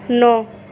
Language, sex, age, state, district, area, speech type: Urdu, female, 45-60, Delhi, Central Delhi, urban, read